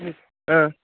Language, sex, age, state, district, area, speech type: Kannada, male, 18-30, Karnataka, Dakshina Kannada, urban, conversation